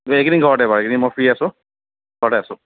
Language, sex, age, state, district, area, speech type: Assamese, male, 30-45, Assam, Sonitpur, urban, conversation